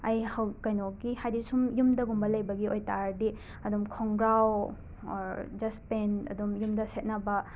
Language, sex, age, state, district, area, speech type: Manipuri, female, 18-30, Manipur, Imphal West, rural, spontaneous